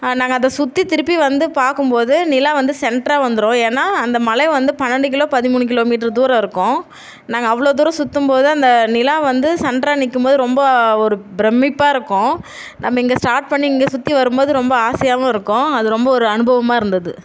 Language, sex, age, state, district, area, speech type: Tamil, female, 30-45, Tamil Nadu, Tiruvannamalai, urban, spontaneous